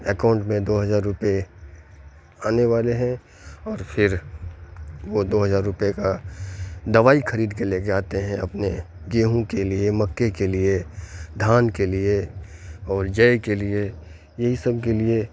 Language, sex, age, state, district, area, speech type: Urdu, male, 30-45, Bihar, Khagaria, rural, spontaneous